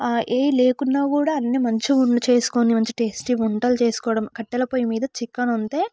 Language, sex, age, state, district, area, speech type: Telugu, female, 18-30, Telangana, Yadadri Bhuvanagiri, rural, spontaneous